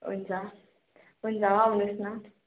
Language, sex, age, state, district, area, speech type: Nepali, female, 18-30, West Bengal, Darjeeling, rural, conversation